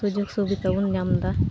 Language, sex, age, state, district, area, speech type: Santali, female, 18-30, West Bengal, Malda, rural, spontaneous